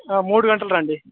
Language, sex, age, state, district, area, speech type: Telugu, male, 18-30, Telangana, Khammam, urban, conversation